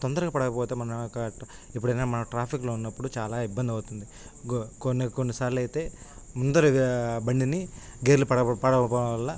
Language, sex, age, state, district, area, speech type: Telugu, male, 18-30, Andhra Pradesh, Nellore, rural, spontaneous